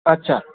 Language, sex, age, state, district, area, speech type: Marathi, male, 18-30, Maharashtra, Buldhana, rural, conversation